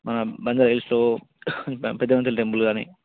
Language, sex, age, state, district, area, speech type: Telugu, male, 45-60, Telangana, Peddapalli, urban, conversation